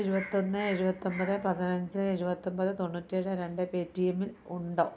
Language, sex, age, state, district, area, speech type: Malayalam, female, 30-45, Kerala, Alappuzha, rural, read